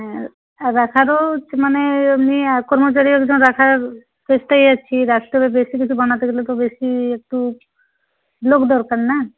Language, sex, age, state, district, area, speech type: Bengali, female, 60+, West Bengal, Jhargram, rural, conversation